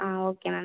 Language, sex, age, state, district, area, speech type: Tamil, female, 18-30, Tamil Nadu, Cuddalore, rural, conversation